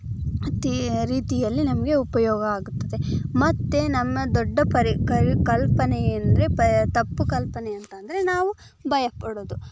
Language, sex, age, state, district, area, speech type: Kannada, female, 18-30, Karnataka, Chitradurga, rural, spontaneous